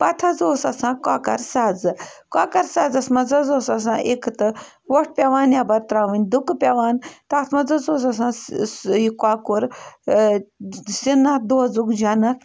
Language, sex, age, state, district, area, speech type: Kashmiri, female, 18-30, Jammu and Kashmir, Bandipora, rural, spontaneous